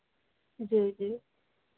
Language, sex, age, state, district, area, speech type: Hindi, female, 18-30, Madhya Pradesh, Harda, urban, conversation